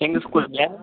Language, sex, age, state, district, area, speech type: Tamil, male, 18-30, Tamil Nadu, Cuddalore, rural, conversation